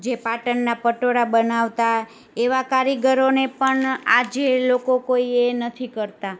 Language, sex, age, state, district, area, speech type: Gujarati, female, 30-45, Gujarat, Kheda, rural, spontaneous